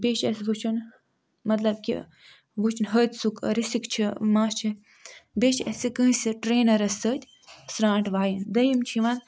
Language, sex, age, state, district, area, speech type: Kashmiri, female, 60+, Jammu and Kashmir, Ganderbal, urban, spontaneous